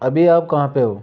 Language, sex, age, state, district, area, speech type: Hindi, male, 18-30, Rajasthan, Jaipur, urban, spontaneous